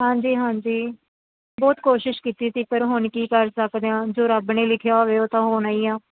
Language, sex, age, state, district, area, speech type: Punjabi, female, 18-30, Punjab, Firozpur, rural, conversation